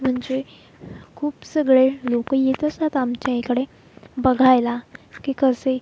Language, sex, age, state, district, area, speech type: Marathi, female, 18-30, Maharashtra, Wardha, rural, spontaneous